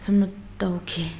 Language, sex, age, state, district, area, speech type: Manipuri, female, 18-30, Manipur, Thoubal, urban, spontaneous